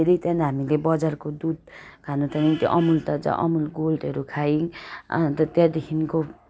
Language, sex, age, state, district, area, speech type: Nepali, female, 45-60, West Bengal, Darjeeling, rural, spontaneous